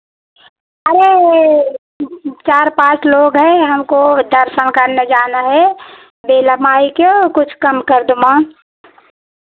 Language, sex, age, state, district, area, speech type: Hindi, female, 60+, Uttar Pradesh, Pratapgarh, rural, conversation